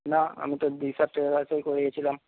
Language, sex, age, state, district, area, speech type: Bengali, male, 45-60, West Bengal, Paschim Medinipur, rural, conversation